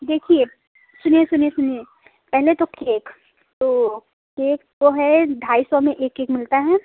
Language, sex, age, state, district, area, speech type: Hindi, female, 18-30, Uttar Pradesh, Prayagraj, rural, conversation